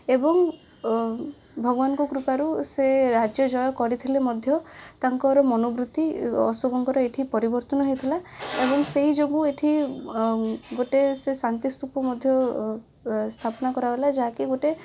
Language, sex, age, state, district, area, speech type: Odia, female, 18-30, Odisha, Cuttack, urban, spontaneous